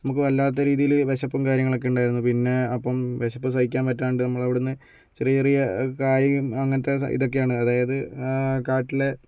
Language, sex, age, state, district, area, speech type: Malayalam, male, 30-45, Kerala, Kozhikode, urban, spontaneous